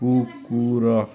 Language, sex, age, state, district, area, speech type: Odia, male, 18-30, Odisha, Nuapada, urban, read